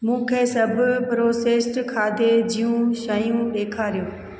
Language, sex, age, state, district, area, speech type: Sindhi, female, 45-60, Gujarat, Junagadh, urban, read